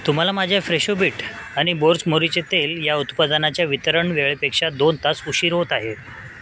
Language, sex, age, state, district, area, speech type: Marathi, male, 30-45, Maharashtra, Mumbai Suburban, urban, read